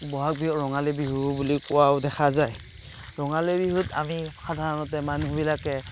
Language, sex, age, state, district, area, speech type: Assamese, male, 30-45, Assam, Darrang, rural, spontaneous